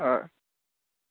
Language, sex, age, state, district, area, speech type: Goan Konkani, male, 18-30, Goa, Canacona, rural, conversation